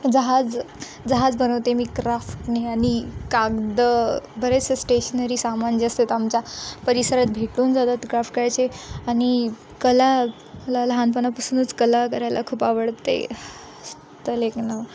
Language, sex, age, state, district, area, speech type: Marathi, female, 18-30, Maharashtra, Nanded, rural, spontaneous